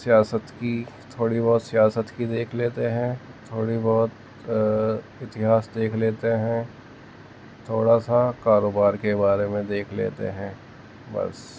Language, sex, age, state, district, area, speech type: Urdu, male, 45-60, Uttar Pradesh, Muzaffarnagar, urban, spontaneous